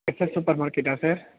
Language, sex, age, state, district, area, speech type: Tamil, male, 18-30, Tamil Nadu, Perambalur, urban, conversation